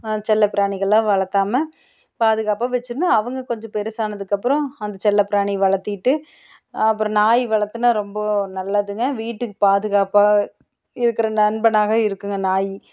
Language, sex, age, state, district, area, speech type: Tamil, female, 30-45, Tamil Nadu, Tiruppur, rural, spontaneous